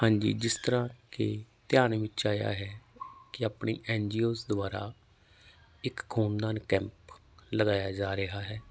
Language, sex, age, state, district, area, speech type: Punjabi, male, 45-60, Punjab, Barnala, rural, spontaneous